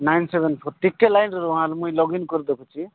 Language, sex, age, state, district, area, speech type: Odia, male, 45-60, Odisha, Nabarangpur, rural, conversation